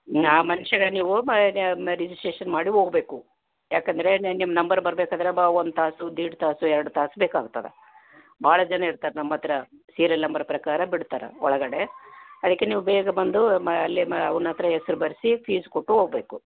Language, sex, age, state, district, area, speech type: Kannada, female, 60+, Karnataka, Gulbarga, urban, conversation